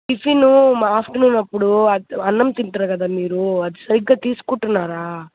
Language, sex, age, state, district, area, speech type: Telugu, female, 18-30, Andhra Pradesh, Kadapa, rural, conversation